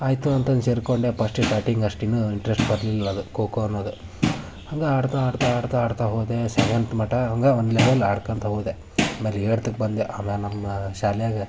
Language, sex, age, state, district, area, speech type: Kannada, male, 18-30, Karnataka, Haveri, rural, spontaneous